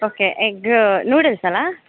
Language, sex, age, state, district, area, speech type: Kannada, female, 18-30, Karnataka, Dakshina Kannada, rural, conversation